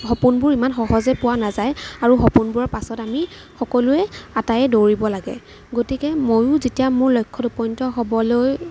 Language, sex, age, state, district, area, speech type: Assamese, female, 18-30, Assam, Kamrup Metropolitan, urban, spontaneous